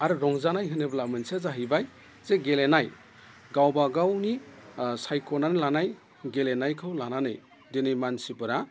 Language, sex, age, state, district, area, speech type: Bodo, male, 30-45, Assam, Udalguri, rural, spontaneous